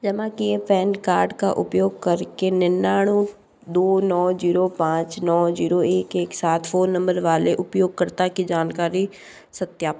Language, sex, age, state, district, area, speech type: Hindi, female, 45-60, Rajasthan, Jodhpur, urban, read